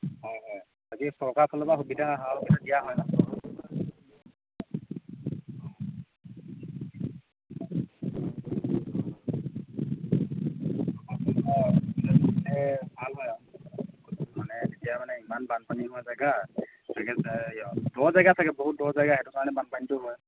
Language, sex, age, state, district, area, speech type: Assamese, male, 18-30, Assam, Lakhimpur, urban, conversation